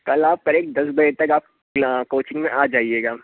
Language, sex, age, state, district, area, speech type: Hindi, male, 45-60, Madhya Pradesh, Bhopal, urban, conversation